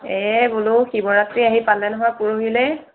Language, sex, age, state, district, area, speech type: Assamese, female, 30-45, Assam, Sonitpur, rural, conversation